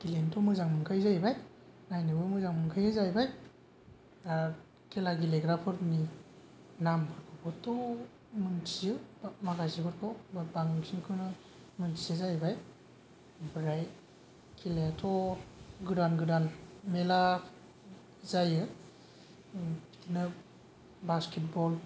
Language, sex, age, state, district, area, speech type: Bodo, male, 18-30, Assam, Kokrajhar, rural, spontaneous